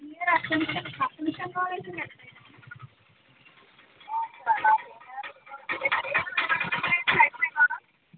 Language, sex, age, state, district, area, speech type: Malayalam, female, 18-30, Kerala, Alappuzha, rural, conversation